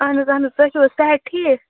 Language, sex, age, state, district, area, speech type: Kashmiri, female, 30-45, Jammu and Kashmir, Baramulla, rural, conversation